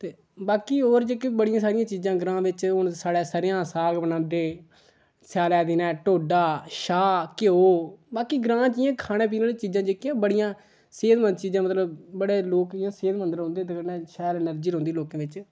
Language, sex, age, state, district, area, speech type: Dogri, male, 18-30, Jammu and Kashmir, Udhampur, rural, spontaneous